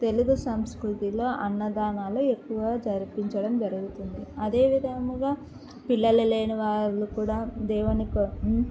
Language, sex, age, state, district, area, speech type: Telugu, female, 18-30, Andhra Pradesh, Kadapa, urban, spontaneous